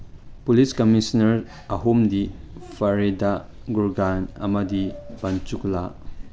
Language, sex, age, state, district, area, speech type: Manipuri, male, 18-30, Manipur, Chandel, rural, read